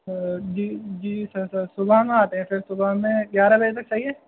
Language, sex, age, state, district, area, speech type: Urdu, male, 18-30, Delhi, North West Delhi, urban, conversation